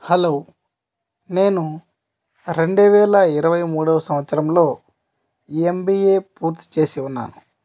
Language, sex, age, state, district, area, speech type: Telugu, male, 30-45, Andhra Pradesh, Kadapa, rural, spontaneous